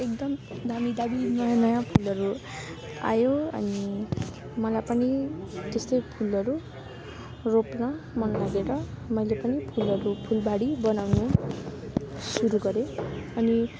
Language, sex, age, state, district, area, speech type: Nepali, female, 30-45, West Bengal, Darjeeling, rural, spontaneous